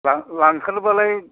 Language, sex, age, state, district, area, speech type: Bodo, male, 60+, Assam, Udalguri, rural, conversation